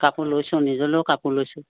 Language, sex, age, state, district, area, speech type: Assamese, female, 60+, Assam, Charaideo, rural, conversation